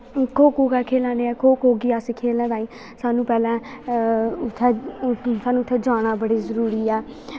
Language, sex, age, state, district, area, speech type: Dogri, female, 18-30, Jammu and Kashmir, Kathua, rural, spontaneous